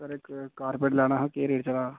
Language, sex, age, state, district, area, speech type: Dogri, male, 18-30, Jammu and Kashmir, Jammu, urban, conversation